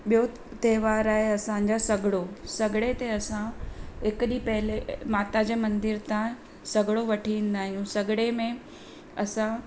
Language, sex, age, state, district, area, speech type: Sindhi, female, 45-60, Gujarat, Surat, urban, spontaneous